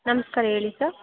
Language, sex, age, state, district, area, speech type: Kannada, female, 18-30, Karnataka, Kolar, rural, conversation